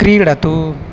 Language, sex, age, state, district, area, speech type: Sanskrit, male, 18-30, Assam, Kokrajhar, rural, read